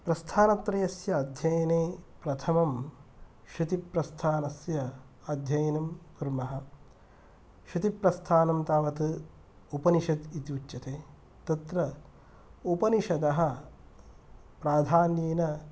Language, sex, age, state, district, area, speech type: Sanskrit, male, 30-45, Karnataka, Kolar, rural, spontaneous